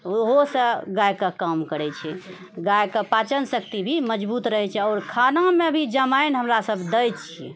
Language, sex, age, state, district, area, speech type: Maithili, female, 45-60, Bihar, Purnia, rural, spontaneous